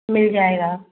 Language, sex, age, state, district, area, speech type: Hindi, female, 30-45, Madhya Pradesh, Gwalior, rural, conversation